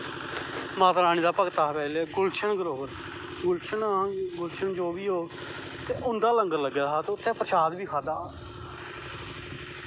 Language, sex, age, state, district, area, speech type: Dogri, male, 30-45, Jammu and Kashmir, Kathua, rural, spontaneous